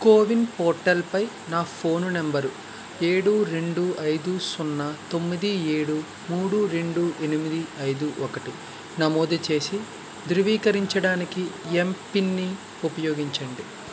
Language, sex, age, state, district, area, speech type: Telugu, male, 18-30, Andhra Pradesh, West Godavari, rural, read